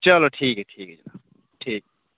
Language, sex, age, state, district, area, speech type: Dogri, male, 18-30, Jammu and Kashmir, Udhampur, urban, conversation